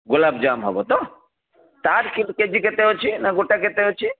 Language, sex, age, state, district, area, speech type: Odia, male, 30-45, Odisha, Bhadrak, rural, conversation